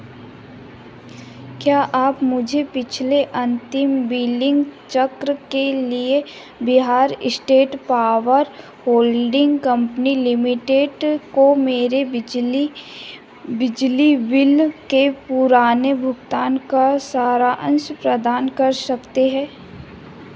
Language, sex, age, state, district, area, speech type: Hindi, female, 18-30, Madhya Pradesh, Chhindwara, urban, read